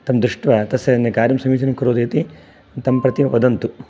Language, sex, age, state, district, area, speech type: Sanskrit, male, 30-45, Karnataka, Raichur, rural, spontaneous